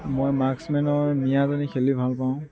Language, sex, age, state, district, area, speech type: Assamese, male, 30-45, Assam, Tinsukia, rural, spontaneous